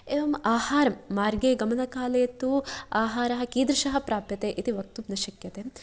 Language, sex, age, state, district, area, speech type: Sanskrit, female, 18-30, Kerala, Kasaragod, rural, spontaneous